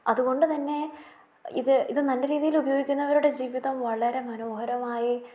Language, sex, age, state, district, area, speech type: Malayalam, female, 30-45, Kerala, Idukki, rural, spontaneous